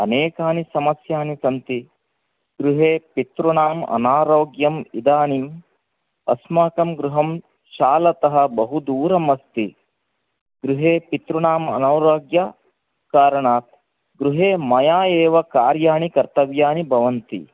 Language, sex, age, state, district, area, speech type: Sanskrit, male, 45-60, Karnataka, Chamarajanagar, urban, conversation